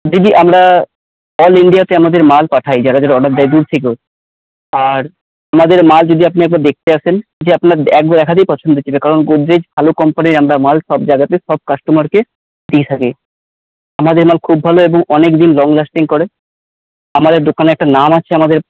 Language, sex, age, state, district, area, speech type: Bengali, male, 30-45, West Bengal, Paschim Bardhaman, urban, conversation